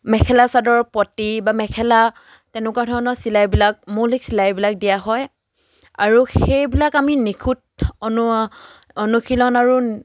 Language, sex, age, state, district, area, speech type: Assamese, female, 18-30, Assam, Charaideo, rural, spontaneous